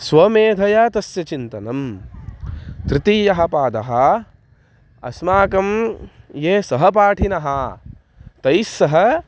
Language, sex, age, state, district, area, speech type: Sanskrit, male, 18-30, Maharashtra, Nagpur, urban, spontaneous